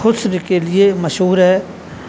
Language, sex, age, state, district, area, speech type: Urdu, male, 60+, Uttar Pradesh, Azamgarh, rural, spontaneous